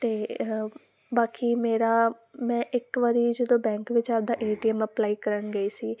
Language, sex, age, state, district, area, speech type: Punjabi, female, 18-30, Punjab, Muktsar, urban, spontaneous